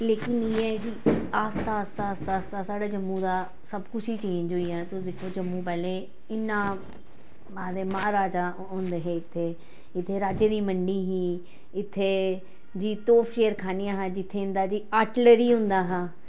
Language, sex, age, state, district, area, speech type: Dogri, female, 45-60, Jammu and Kashmir, Jammu, urban, spontaneous